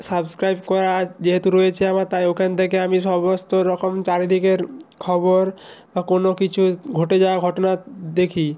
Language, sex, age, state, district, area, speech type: Bengali, male, 18-30, West Bengal, Purba Medinipur, rural, spontaneous